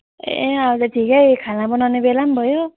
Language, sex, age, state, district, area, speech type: Nepali, female, 18-30, West Bengal, Kalimpong, rural, conversation